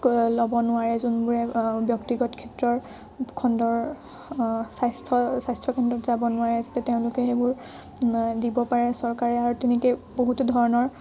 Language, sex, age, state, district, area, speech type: Assamese, female, 18-30, Assam, Morigaon, rural, spontaneous